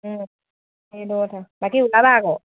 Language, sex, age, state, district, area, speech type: Assamese, female, 18-30, Assam, Lakhimpur, rural, conversation